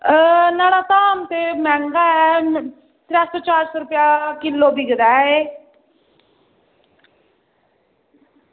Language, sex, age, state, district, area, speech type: Dogri, female, 18-30, Jammu and Kashmir, Reasi, rural, conversation